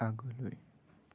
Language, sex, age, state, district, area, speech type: Assamese, male, 30-45, Assam, Sonitpur, urban, read